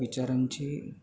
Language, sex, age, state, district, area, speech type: Marathi, male, 18-30, Maharashtra, Sindhudurg, rural, spontaneous